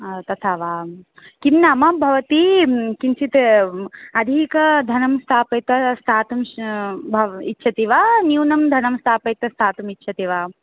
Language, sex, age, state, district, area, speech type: Sanskrit, female, 18-30, Odisha, Ganjam, urban, conversation